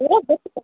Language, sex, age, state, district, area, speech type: Sindhi, female, 18-30, Delhi, South Delhi, urban, conversation